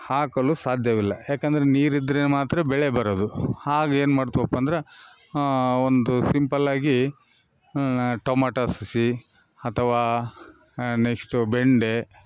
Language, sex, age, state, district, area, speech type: Kannada, male, 45-60, Karnataka, Bellary, rural, spontaneous